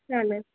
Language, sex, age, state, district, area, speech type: Marathi, female, 45-60, Maharashtra, Nagpur, urban, conversation